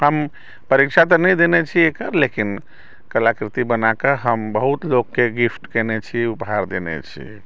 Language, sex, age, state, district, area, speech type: Maithili, male, 60+, Bihar, Sitamarhi, rural, spontaneous